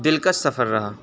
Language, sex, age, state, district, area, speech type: Urdu, male, 18-30, Uttar Pradesh, Saharanpur, urban, spontaneous